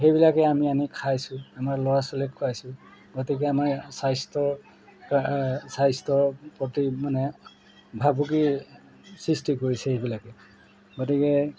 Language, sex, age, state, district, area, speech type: Assamese, male, 45-60, Assam, Golaghat, urban, spontaneous